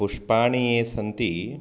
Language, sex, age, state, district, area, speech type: Sanskrit, male, 30-45, Karnataka, Shimoga, rural, spontaneous